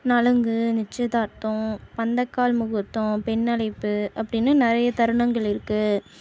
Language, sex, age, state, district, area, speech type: Tamil, female, 30-45, Tamil Nadu, Tiruvarur, rural, spontaneous